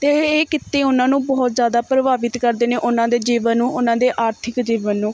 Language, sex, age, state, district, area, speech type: Punjabi, female, 30-45, Punjab, Mohali, urban, spontaneous